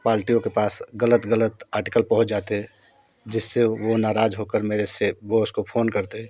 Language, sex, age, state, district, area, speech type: Hindi, male, 30-45, Uttar Pradesh, Prayagraj, rural, spontaneous